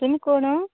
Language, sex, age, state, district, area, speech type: Goan Konkani, female, 18-30, Goa, Canacona, rural, conversation